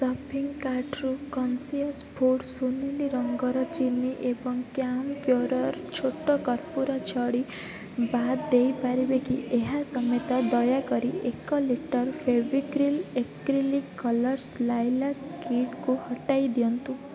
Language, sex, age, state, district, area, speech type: Odia, female, 18-30, Odisha, Rayagada, rural, read